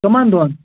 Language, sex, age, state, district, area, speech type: Kashmiri, male, 18-30, Jammu and Kashmir, Anantnag, rural, conversation